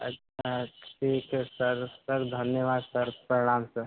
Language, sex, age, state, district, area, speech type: Hindi, male, 18-30, Uttar Pradesh, Mirzapur, rural, conversation